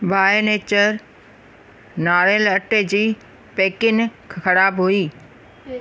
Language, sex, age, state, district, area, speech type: Sindhi, female, 45-60, Maharashtra, Thane, urban, read